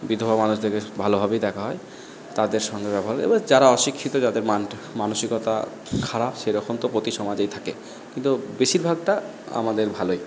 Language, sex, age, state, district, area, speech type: Bengali, male, 45-60, West Bengal, Purba Bardhaman, rural, spontaneous